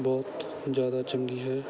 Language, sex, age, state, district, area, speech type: Punjabi, male, 18-30, Punjab, Bathinda, rural, spontaneous